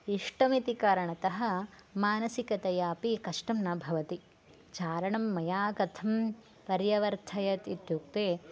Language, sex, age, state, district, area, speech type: Sanskrit, female, 18-30, Karnataka, Bagalkot, rural, spontaneous